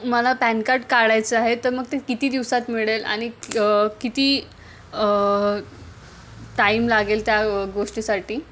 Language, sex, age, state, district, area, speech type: Marathi, female, 18-30, Maharashtra, Amravati, rural, spontaneous